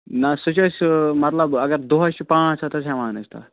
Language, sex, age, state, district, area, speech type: Kashmiri, male, 45-60, Jammu and Kashmir, Budgam, urban, conversation